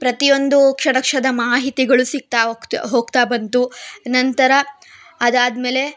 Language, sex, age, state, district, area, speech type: Kannada, female, 18-30, Karnataka, Tumkur, urban, spontaneous